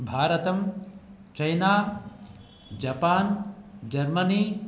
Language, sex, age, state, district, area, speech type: Sanskrit, male, 45-60, Karnataka, Bangalore Urban, urban, spontaneous